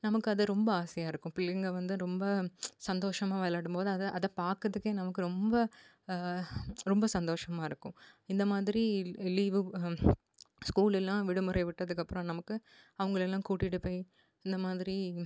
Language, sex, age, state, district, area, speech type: Tamil, female, 18-30, Tamil Nadu, Kanyakumari, urban, spontaneous